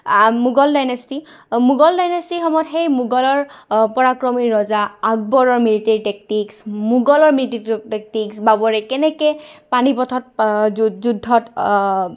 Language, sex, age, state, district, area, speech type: Assamese, female, 18-30, Assam, Goalpara, urban, spontaneous